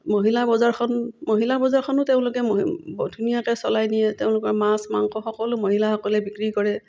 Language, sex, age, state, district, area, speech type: Assamese, female, 45-60, Assam, Udalguri, rural, spontaneous